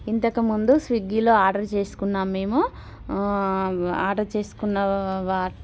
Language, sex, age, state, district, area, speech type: Telugu, female, 30-45, Telangana, Warangal, urban, spontaneous